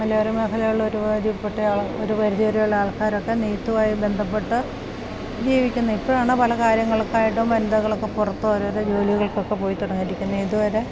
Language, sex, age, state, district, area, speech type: Malayalam, female, 45-60, Kerala, Idukki, rural, spontaneous